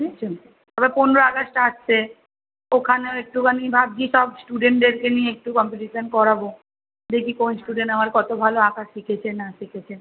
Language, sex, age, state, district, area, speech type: Bengali, female, 30-45, West Bengal, Kolkata, urban, conversation